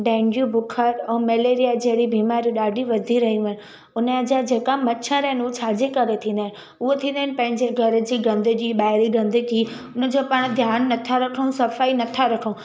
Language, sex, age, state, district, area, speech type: Sindhi, female, 18-30, Gujarat, Junagadh, urban, spontaneous